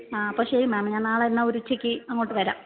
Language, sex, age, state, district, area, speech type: Malayalam, female, 30-45, Kerala, Thiruvananthapuram, rural, conversation